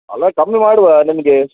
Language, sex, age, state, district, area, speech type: Kannada, male, 30-45, Karnataka, Udupi, rural, conversation